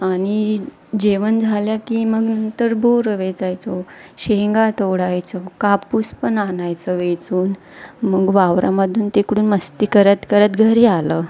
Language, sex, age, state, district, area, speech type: Marathi, female, 30-45, Maharashtra, Wardha, rural, spontaneous